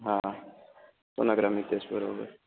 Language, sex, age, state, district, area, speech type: Gujarati, male, 18-30, Gujarat, Rajkot, rural, conversation